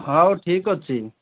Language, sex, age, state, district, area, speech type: Odia, male, 45-60, Odisha, Malkangiri, urban, conversation